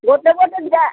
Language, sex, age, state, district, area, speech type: Odia, female, 60+, Odisha, Gajapati, rural, conversation